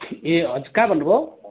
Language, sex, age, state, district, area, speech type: Nepali, male, 45-60, West Bengal, Darjeeling, rural, conversation